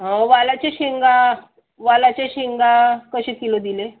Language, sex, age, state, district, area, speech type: Marathi, female, 30-45, Maharashtra, Nagpur, urban, conversation